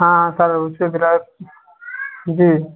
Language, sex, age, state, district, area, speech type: Hindi, male, 18-30, Uttar Pradesh, Chandauli, rural, conversation